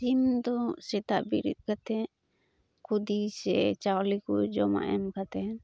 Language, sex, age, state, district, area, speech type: Santali, female, 30-45, West Bengal, Uttar Dinajpur, rural, spontaneous